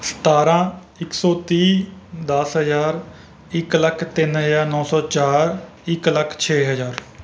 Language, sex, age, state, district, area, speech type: Punjabi, male, 30-45, Punjab, Rupnagar, rural, spontaneous